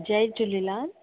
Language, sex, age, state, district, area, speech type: Sindhi, female, 30-45, Maharashtra, Thane, urban, conversation